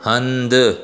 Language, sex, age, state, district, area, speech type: Sindhi, male, 30-45, Gujarat, Surat, urban, read